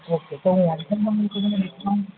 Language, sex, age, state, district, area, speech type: Gujarati, male, 18-30, Gujarat, Ahmedabad, urban, conversation